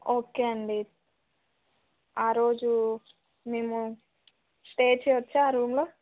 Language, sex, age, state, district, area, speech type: Telugu, female, 18-30, Telangana, Bhadradri Kothagudem, rural, conversation